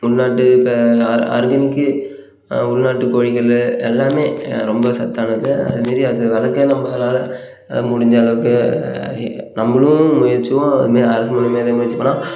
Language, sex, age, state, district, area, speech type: Tamil, male, 18-30, Tamil Nadu, Perambalur, rural, spontaneous